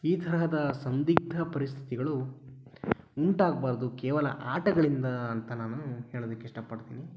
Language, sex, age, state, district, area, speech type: Kannada, male, 18-30, Karnataka, Tumkur, rural, spontaneous